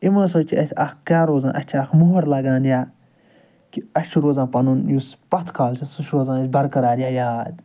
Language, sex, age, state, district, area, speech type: Kashmiri, male, 45-60, Jammu and Kashmir, Srinagar, rural, spontaneous